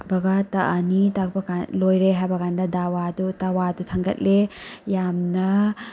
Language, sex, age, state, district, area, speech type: Manipuri, female, 30-45, Manipur, Tengnoupal, rural, spontaneous